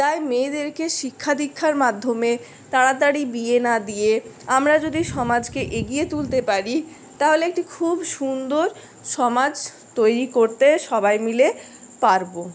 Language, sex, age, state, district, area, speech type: Bengali, female, 60+, West Bengal, Purulia, urban, spontaneous